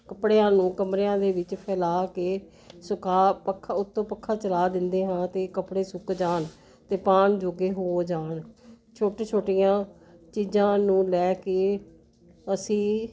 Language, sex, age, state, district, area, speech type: Punjabi, female, 60+, Punjab, Jalandhar, urban, spontaneous